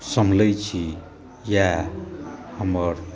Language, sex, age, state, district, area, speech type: Maithili, male, 60+, Bihar, Saharsa, urban, spontaneous